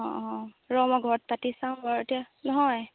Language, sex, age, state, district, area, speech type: Assamese, female, 18-30, Assam, Golaghat, urban, conversation